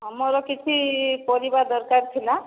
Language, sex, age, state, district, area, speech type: Odia, female, 30-45, Odisha, Boudh, rural, conversation